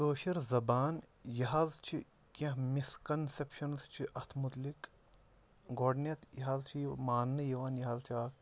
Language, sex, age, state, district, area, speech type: Kashmiri, male, 30-45, Jammu and Kashmir, Shopian, rural, spontaneous